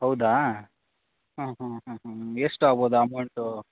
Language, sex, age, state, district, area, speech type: Kannada, male, 18-30, Karnataka, Koppal, rural, conversation